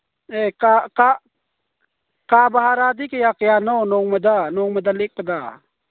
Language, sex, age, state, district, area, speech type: Manipuri, male, 45-60, Manipur, Chandel, rural, conversation